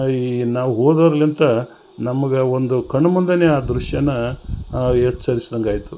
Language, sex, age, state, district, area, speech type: Kannada, male, 60+, Karnataka, Gulbarga, urban, spontaneous